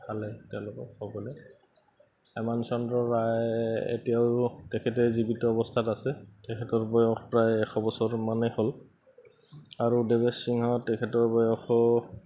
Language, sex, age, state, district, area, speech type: Assamese, male, 30-45, Assam, Goalpara, urban, spontaneous